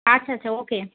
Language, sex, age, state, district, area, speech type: Bengali, female, 30-45, West Bengal, Darjeeling, rural, conversation